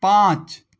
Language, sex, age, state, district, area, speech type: Maithili, male, 18-30, Bihar, Darbhanga, rural, read